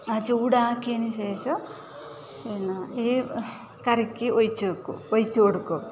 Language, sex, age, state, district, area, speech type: Malayalam, female, 45-60, Kerala, Kasaragod, urban, spontaneous